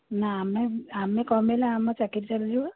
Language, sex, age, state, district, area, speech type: Odia, female, 30-45, Odisha, Jagatsinghpur, rural, conversation